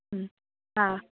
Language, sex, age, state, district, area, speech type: Kannada, female, 18-30, Karnataka, Bidar, rural, conversation